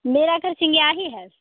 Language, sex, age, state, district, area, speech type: Hindi, female, 18-30, Bihar, Samastipur, urban, conversation